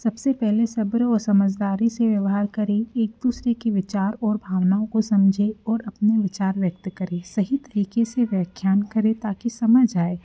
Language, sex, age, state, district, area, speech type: Hindi, female, 30-45, Madhya Pradesh, Jabalpur, urban, spontaneous